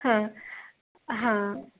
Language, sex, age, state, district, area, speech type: Marathi, female, 30-45, Maharashtra, Satara, rural, conversation